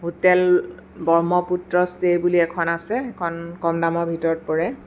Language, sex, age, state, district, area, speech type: Assamese, female, 45-60, Assam, Sonitpur, urban, spontaneous